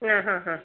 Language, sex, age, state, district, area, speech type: Kannada, female, 60+, Karnataka, Dakshina Kannada, rural, conversation